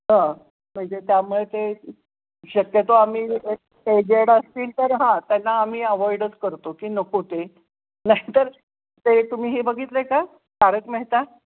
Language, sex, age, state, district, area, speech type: Marathi, female, 60+, Maharashtra, Kolhapur, urban, conversation